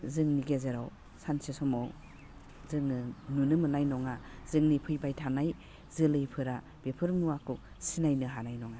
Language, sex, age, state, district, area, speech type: Bodo, female, 45-60, Assam, Udalguri, urban, spontaneous